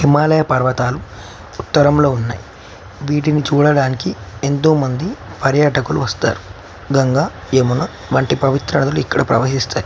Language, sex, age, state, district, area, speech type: Telugu, male, 18-30, Telangana, Nagarkurnool, urban, spontaneous